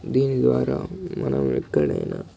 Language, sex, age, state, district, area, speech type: Telugu, male, 18-30, Telangana, Nirmal, urban, spontaneous